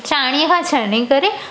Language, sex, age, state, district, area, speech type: Sindhi, female, 18-30, Gujarat, Surat, urban, spontaneous